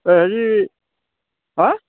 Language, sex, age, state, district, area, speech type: Assamese, male, 45-60, Assam, Sivasagar, rural, conversation